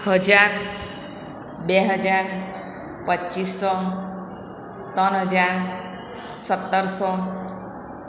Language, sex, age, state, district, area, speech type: Gujarati, female, 60+, Gujarat, Surat, urban, spontaneous